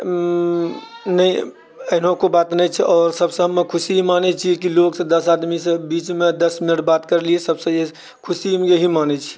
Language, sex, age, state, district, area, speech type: Maithili, male, 60+, Bihar, Purnia, rural, spontaneous